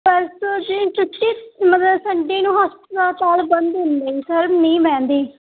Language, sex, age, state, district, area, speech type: Punjabi, female, 18-30, Punjab, Mansa, rural, conversation